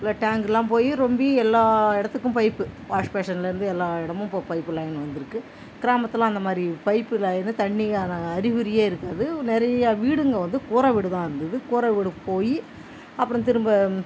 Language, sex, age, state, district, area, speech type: Tamil, female, 45-60, Tamil Nadu, Cuddalore, rural, spontaneous